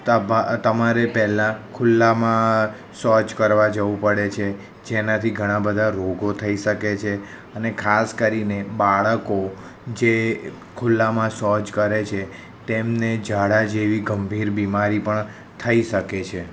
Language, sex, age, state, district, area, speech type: Gujarati, male, 30-45, Gujarat, Kheda, rural, spontaneous